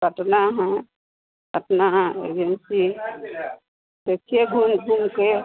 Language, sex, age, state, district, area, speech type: Hindi, female, 45-60, Bihar, Vaishali, rural, conversation